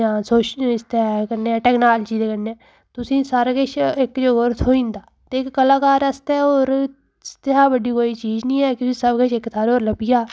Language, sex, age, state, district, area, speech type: Dogri, female, 30-45, Jammu and Kashmir, Udhampur, urban, spontaneous